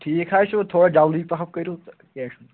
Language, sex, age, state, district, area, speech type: Kashmiri, male, 18-30, Jammu and Kashmir, Pulwama, urban, conversation